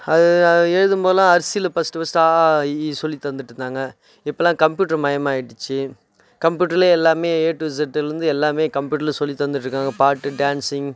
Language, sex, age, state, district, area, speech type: Tamil, male, 30-45, Tamil Nadu, Tiruvannamalai, rural, spontaneous